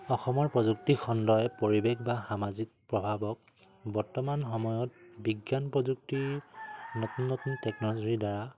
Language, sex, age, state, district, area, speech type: Assamese, male, 18-30, Assam, Sivasagar, urban, spontaneous